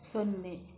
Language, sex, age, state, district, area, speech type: Kannada, female, 30-45, Karnataka, Shimoga, rural, read